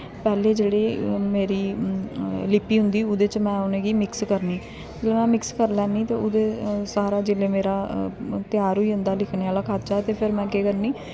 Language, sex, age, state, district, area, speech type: Dogri, female, 18-30, Jammu and Kashmir, Kathua, rural, spontaneous